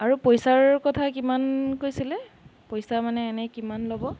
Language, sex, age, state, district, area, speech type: Assamese, female, 30-45, Assam, Sonitpur, rural, spontaneous